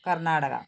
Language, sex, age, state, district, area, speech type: Malayalam, female, 60+, Kerala, Wayanad, rural, spontaneous